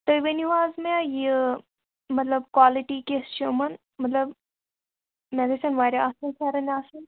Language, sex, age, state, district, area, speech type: Kashmiri, female, 30-45, Jammu and Kashmir, Kulgam, rural, conversation